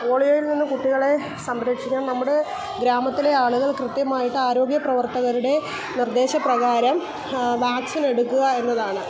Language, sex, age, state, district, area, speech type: Malayalam, female, 45-60, Kerala, Kollam, rural, spontaneous